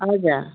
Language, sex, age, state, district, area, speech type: Nepali, female, 45-60, West Bengal, Darjeeling, rural, conversation